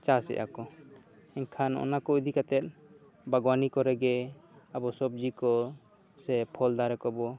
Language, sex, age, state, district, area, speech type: Santali, male, 30-45, Jharkhand, East Singhbhum, rural, spontaneous